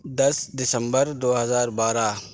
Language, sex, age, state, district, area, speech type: Urdu, male, 45-60, Uttar Pradesh, Lucknow, rural, spontaneous